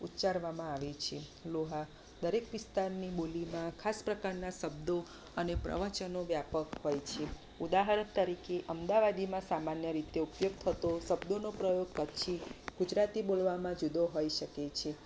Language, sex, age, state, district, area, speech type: Gujarati, female, 30-45, Gujarat, Kheda, rural, spontaneous